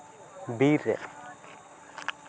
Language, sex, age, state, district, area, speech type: Santali, male, 18-30, West Bengal, Purba Bardhaman, rural, spontaneous